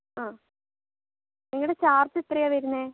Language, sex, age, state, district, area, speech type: Malayalam, other, 18-30, Kerala, Kozhikode, urban, conversation